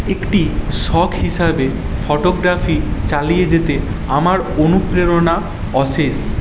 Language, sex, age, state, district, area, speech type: Bengali, male, 18-30, West Bengal, Paschim Medinipur, rural, spontaneous